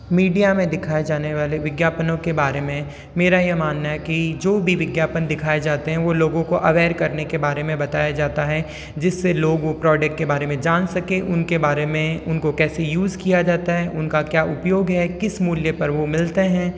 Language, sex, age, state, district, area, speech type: Hindi, female, 18-30, Rajasthan, Jodhpur, urban, spontaneous